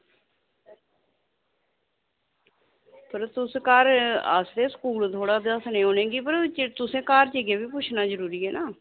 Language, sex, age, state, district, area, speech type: Dogri, female, 45-60, Jammu and Kashmir, Samba, urban, conversation